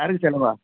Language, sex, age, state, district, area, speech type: Tamil, male, 30-45, Tamil Nadu, Chengalpattu, rural, conversation